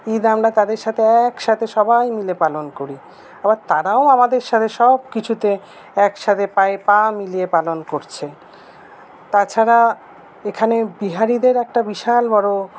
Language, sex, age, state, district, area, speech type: Bengali, female, 45-60, West Bengal, Paschim Bardhaman, urban, spontaneous